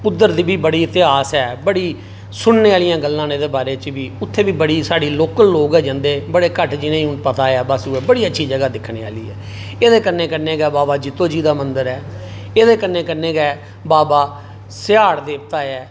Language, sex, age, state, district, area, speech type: Dogri, male, 45-60, Jammu and Kashmir, Reasi, urban, spontaneous